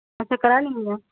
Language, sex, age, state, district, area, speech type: Urdu, female, 30-45, Delhi, South Delhi, urban, conversation